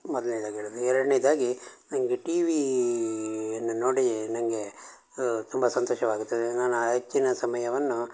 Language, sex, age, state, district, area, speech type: Kannada, male, 60+, Karnataka, Shimoga, rural, spontaneous